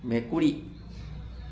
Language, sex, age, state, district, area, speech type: Assamese, male, 30-45, Assam, Charaideo, urban, read